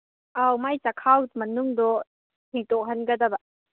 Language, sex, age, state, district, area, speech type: Manipuri, female, 18-30, Manipur, Kangpokpi, urban, conversation